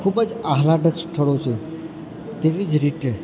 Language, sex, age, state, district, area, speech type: Gujarati, male, 30-45, Gujarat, Valsad, rural, spontaneous